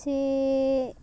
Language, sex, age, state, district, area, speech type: Santali, female, 18-30, Jharkhand, Bokaro, rural, spontaneous